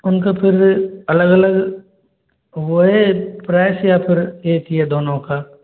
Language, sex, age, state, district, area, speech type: Hindi, male, 45-60, Rajasthan, Karauli, rural, conversation